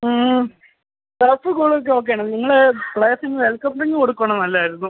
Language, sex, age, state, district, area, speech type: Malayalam, male, 18-30, Kerala, Idukki, rural, conversation